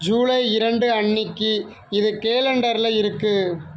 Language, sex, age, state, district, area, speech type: Tamil, male, 30-45, Tamil Nadu, Ariyalur, rural, read